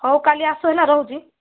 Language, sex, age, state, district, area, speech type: Odia, female, 45-60, Odisha, Kandhamal, rural, conversation